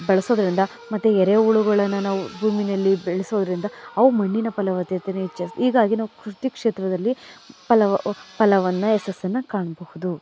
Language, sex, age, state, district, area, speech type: Kannada, female, 30-45, Karnataka, Mandya, rural, spontaneous